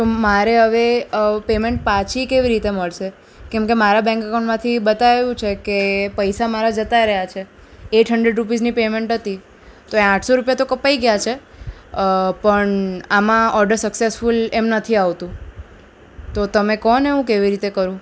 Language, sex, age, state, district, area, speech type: Gujarati, female, 18-30, Gujarat, Ahmedabad, urban, spontaneous